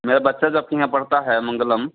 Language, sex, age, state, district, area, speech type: Hindi, male, 45-60, Bihar, Begusarai, rural, conversation